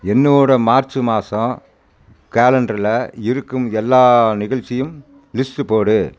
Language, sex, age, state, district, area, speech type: Tamil, male, 45-60, Tamil Nadu, Coimbatore, rural, read